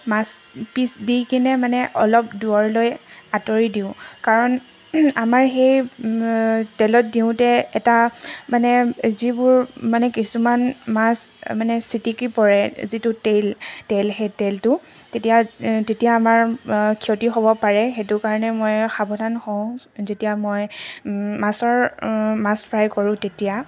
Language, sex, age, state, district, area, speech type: Assamese, female, 18-30, Assam, Tinsukia, urban, spontaneous